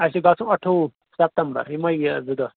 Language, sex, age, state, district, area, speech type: Kashmiri, male, 30-45, Jammu and Kashmir, Srinagar, urban, conversation